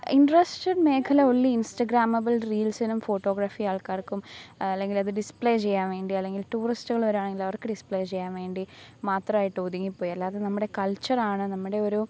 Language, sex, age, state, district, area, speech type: Malayalam, female, 18-30, Kerala, Alappuzha, rural, spontaneous